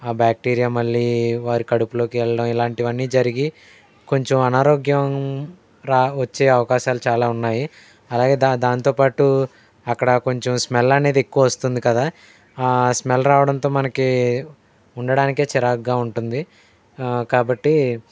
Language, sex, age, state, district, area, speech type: Telugu, male, 18-30, Andhra Pradesh, Eluru, rural, spontaneous